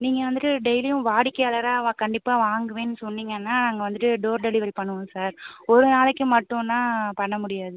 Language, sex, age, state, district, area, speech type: Tamil, female, 18-30, Tamil Nadu, Pudukkottai, rural, conversation